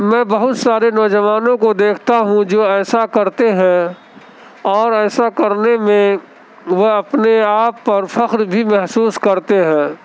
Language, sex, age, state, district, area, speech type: Urdu, male, 18-30, Delhi, Central Delhi, urban, spontaneous